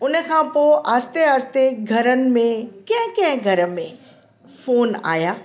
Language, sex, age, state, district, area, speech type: Sindhi, female, 60+, Delhi, South Delhi, urban, spontaneous